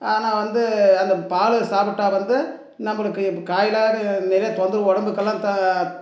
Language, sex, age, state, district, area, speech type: Tamil, male, 45-60, Tamil Nadu, Dharmapuri, rural, spontaneous